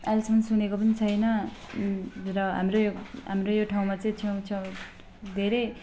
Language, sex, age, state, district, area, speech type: Nepali, female, 18-30, West Bengal, Alipurduar, urban, spontaneous